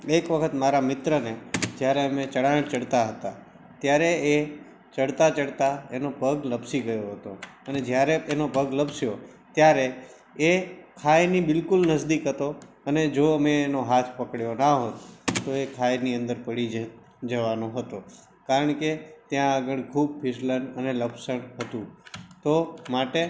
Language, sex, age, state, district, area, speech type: Gujarati, male, 45-60, Gujarat, Morbi, rural, spontaneous